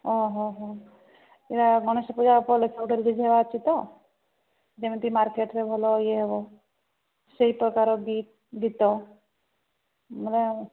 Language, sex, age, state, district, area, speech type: Odia, female, 30-45, Odisha, Sambalpur, rural, conversation